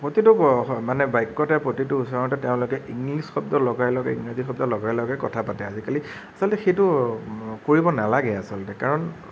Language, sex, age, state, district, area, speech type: Assamese, male, 18-30, Assam, Nagaon, rural, spontaneous